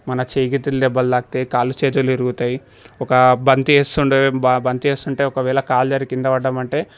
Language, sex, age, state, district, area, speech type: Telugu, male, 18-30, Telangana, Medchal, urban, spontaneous